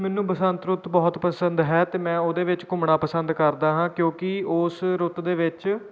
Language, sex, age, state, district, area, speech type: Punjabi, male, 18-30, Punjab, Kapurthala, rural, spontaneous